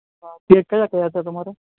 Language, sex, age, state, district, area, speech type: Gujarati, male, 18-30, Gujarat, Ahmedabad, urban, conversation